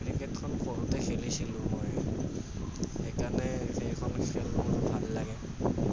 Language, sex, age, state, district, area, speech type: Assamese, female, 60+, Assam, Kamrup Metropolitan, urban, spontaneous